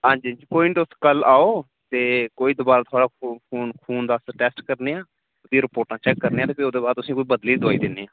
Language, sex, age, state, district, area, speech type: Dogri, male, 18-30, Jammu and Kashmir, Udhampur, urban, conversation